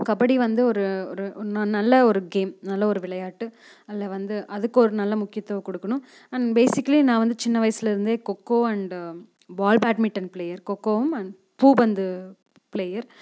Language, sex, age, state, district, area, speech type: Tamil, female, 18-30, Tamil Nadu, Coimbatore, rural, spontaneous